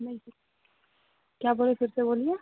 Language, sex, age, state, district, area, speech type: Hindi, female, 18-30, Bihar, Begusarai, rural, conversation